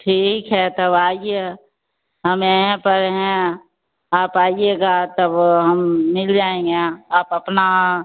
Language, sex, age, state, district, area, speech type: Hindi, female, 45-60, Bihar, Begusarai, urban, conversation